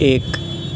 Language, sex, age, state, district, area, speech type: Urdu, male, 18-30, Delhi, Central Delhi, urban, read